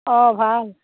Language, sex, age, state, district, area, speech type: Assamese, female, 60+, Assam, Darrang, rural, conversation